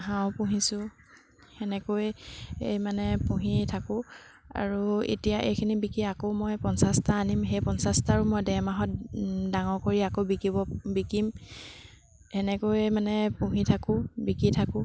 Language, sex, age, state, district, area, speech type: Assamese, female, 30-45, Assam, Sivasagar, rural, spontaneous